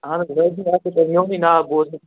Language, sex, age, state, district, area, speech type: Kashmiri, male, 30-45, Jammu and Kashmir, Anantnag, rural, conversation